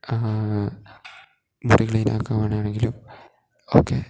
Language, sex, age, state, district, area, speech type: Malayalam, male, 18-30, Kerala, Idukki, rural, spontaneous